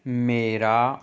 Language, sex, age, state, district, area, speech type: Punjabi, male, 30-45, Punjab, Fazilka, rural, read